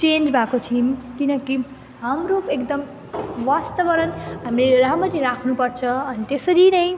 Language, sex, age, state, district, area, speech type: Nepali, female, 18-30, West Bengal, Jalpaiguri, rural, spontaneous